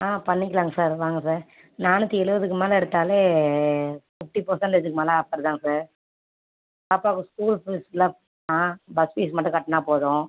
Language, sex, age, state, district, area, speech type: Tamil, female, 18-30, Tamil Nadu, Ariyalur, rural, conversation